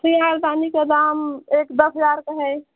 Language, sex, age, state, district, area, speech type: Hindi, female, 45-60, Uttar Pradesh, Pratapgarh, rural, conversation